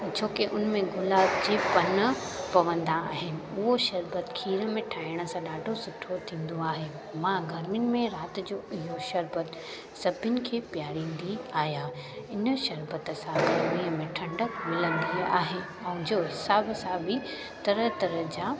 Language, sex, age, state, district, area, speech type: Sindhi, female, 30-45, Gujarat, Junagadh, urban, spontaneous